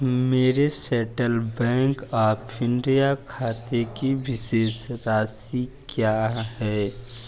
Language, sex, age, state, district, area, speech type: Hindi, male, 18-30, Uttar Pradesh, Jaunpur, rural, read